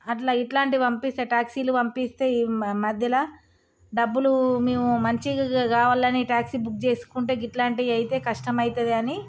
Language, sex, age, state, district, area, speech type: Telugu, female, 30-45, Telangana, Jagtial, rural, spontaneous